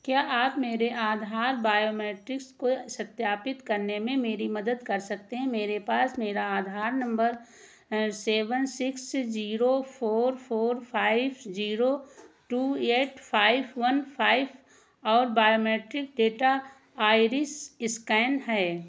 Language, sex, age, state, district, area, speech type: Hindi, female, 60+, Uttar Pradesh, Ayodhya, rural, read